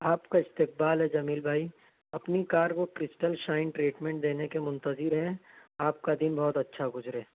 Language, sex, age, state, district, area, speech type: Urdu, male, 18-30, Maharashtra, Nashik, urban, conversation